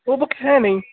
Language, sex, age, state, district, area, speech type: Hindi, male, 18-30, Rajasthan, Bharatpur, urban, conversation